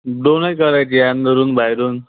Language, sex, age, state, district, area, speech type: Marathi, male, 18-30, Maharashtra, Nagpur, rural, conversation